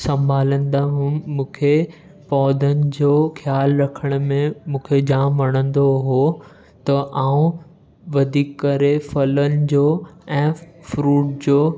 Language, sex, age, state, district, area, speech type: Sindhi, male, 18-30, Maharashtra, Mumbai Suburban, urban, spontaneous